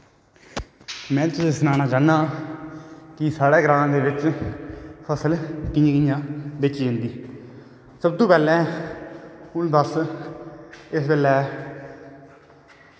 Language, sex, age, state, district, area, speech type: Dogri, male, 18-30, Jammu and Kashmir, Udhampur, rural, spontaneous